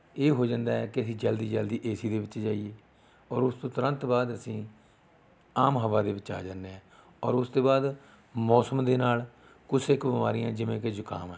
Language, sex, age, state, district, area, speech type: Punjabi, male, 45-60, Punjab, Rupnagar, rural, spontaneous